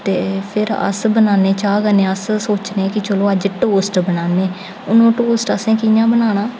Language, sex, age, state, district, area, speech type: Dogri, female, 18-30, Jammu and Kashmir, Jammu, urban, spontaneous